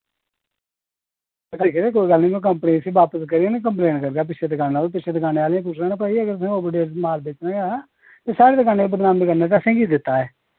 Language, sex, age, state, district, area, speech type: Dogri, female, 45-60, Jammu and Kashmir, Reasi, rural, conversation